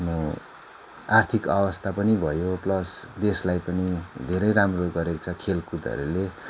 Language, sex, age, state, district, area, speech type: Nepali, male, 30-45, West Bengal, Darjeeling, rural, spontaneous